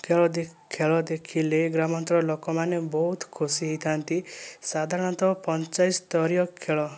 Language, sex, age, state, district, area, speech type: Odia, male, 18-30, Odisha, Kandhamal, rural, spontaneous